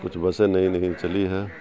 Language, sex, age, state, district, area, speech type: Urdu, male, 60+, Bihar, Supaul, rural, spontaneous